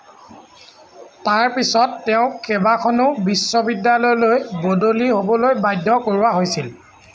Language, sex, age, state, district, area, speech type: Assamese, male, 30-45, Assam, Lakhimpur, rural, read